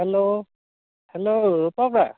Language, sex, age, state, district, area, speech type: Assamese, male, 45-60, Assam, Charaideo, rural, conversation